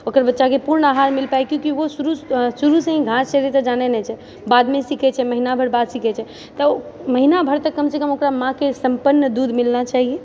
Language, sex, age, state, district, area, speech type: Maithili, female, 30-45, Bihar, Purnia, rural, spontaneous